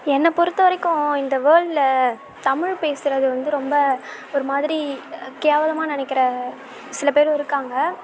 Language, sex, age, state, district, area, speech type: Tamil, female, 18-30, Tamil Nadu, Tiruvannamalai, urban, spontaneous